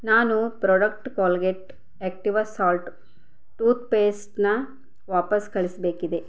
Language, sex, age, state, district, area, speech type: Kannada, female, 30-45, Karnataka, Bidar, rural, read